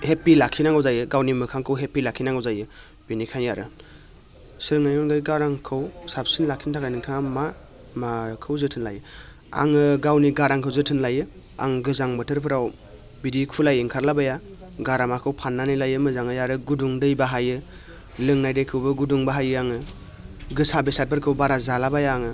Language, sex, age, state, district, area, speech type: Bodo, male, 30-45, Assam, Baksa, urban, spontaneous